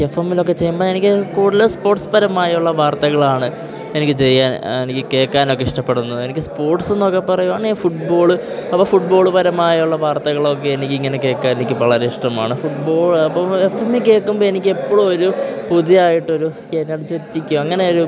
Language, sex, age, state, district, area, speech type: Malayalam, male, 18-30, Kerala, Idukki, rural, spontaneous